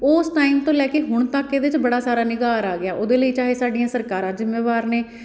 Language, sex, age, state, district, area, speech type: Punjabi, female, 30-45, Punjab, Fatehgarh Sahib, urban, spontaneous